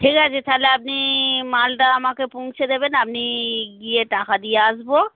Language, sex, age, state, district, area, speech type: Bengali, female, 30-45, West Bengal, North 24 Parganas, urban, conversation